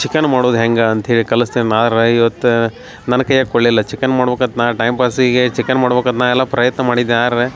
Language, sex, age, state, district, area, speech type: Kannada, male, 30-45, Karnataka, Dharwad, rural, spontaneous